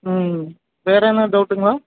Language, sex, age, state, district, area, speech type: Tamil, male, 18-30, Tamil Nadu, Dharmapuri, rural, conversation